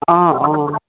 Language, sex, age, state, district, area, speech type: Assamese, female, 45-60, Assam, Dibrugarh, rural, conversation